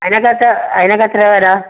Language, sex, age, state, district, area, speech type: Malayalam, male, 60+, Kerala, Malappuram, rural, conversation